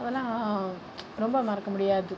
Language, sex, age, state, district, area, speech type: Tamil, female, 18-30, Tamil Nadu, Tiruchirappalli, rural, spontaneous